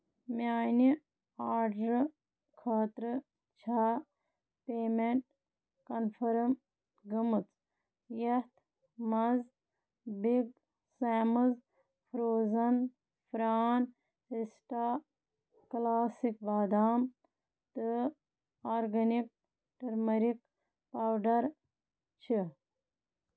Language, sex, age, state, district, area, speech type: Kashmiri, female, 30-45, Jammu and Kashmir, Kulgam, rural, read